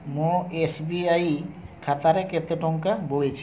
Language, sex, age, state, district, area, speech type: Odia, male, 60+, Odisha, Mayurbhanj, rural, read